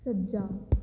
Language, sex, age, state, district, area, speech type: Punjabi, female, 18-30, Punjab, Fatehgarh Sahib, urban, read